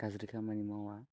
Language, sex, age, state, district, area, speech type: Bodo, male, 18-30, Assam, Baksa, rural, spontaneous